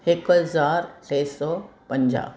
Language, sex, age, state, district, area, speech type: Sindhi, female, 60+, Rajasthan, Ajmer, urban, spontaneous